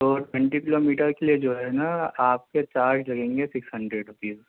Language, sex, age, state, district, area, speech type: Urdu, male, 30-45, Delhi, Central Delhi, urban, conversation